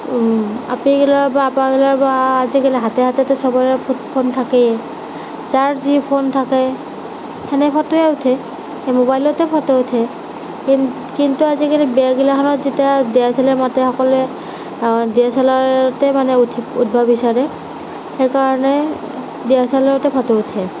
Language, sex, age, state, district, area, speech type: Assamese, female, 18-30, Assam, Darrang, rural, spontaneous